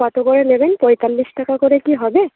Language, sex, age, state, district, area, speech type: Bengali, female, 18-30, West Bengal, Uttar Dinajpur, urban, conversation